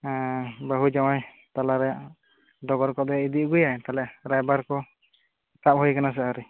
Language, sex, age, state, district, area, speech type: Santali, male, 18-30, West Bengal, Bankura, rural, conversation